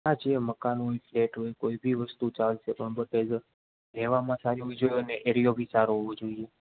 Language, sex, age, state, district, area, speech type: Gujarati, male, 18-30, Gujarat, Ahmedabad, rural, conversation